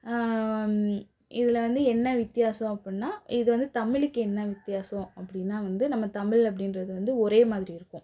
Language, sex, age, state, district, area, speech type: Tamil, female, 18-30, Tamil Nadu, Madurai, urban, spontaneous